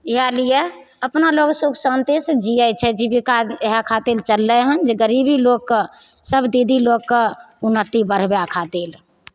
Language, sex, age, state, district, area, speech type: Maithili, female, 30-45, Bihar, Begusarai, rural, spontaneous